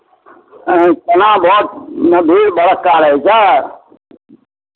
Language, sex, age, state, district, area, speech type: Maithili, male, 60+, Bihar, Madhepura, rural, conversation